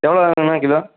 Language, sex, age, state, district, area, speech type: Tamil, male, 18-30, Tamil Nadu, Erode, rural, conversation